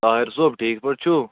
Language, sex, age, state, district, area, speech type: Kashmiri, male, 30-45, Jammu and Kashmir, Srinagar, urban, conversation